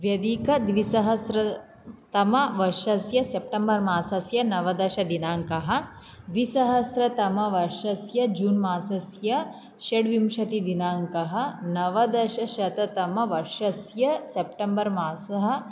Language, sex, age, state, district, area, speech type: Sanskrit, female, 18-30, Andhra Pradesh, Anantapur, rural, spontaneous